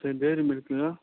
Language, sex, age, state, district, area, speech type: Tamil, male, 18-30, Tamil Nadu, Ranipet, rural, conversation